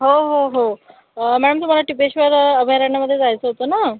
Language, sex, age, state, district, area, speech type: Marathi, female, 60+, Maharashtra, Yavatmal, rural, conversation